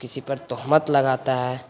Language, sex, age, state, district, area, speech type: Urdu, male, 18-30, Bihar, Gaya, urban, spontaneous